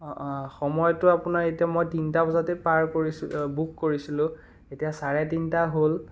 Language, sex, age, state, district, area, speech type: Assamese, male, 18-30, Assam, Biswanath, rural, spontaneous